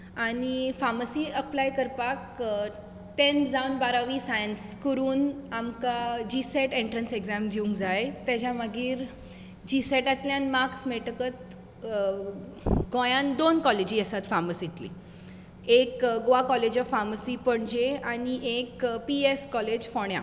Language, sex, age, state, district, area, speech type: Goan Konkani, female, 18-30, Goa, Bardez, urban, spontaneous